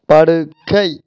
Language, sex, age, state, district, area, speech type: Tamil, male, 18-30, Tamil Nadu, Virudhunagar, rural, read